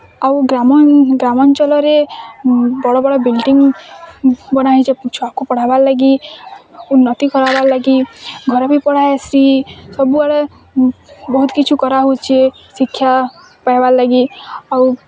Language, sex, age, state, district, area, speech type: Odia, female, 18-30, Odisha, Bargarh, rural, spontaneous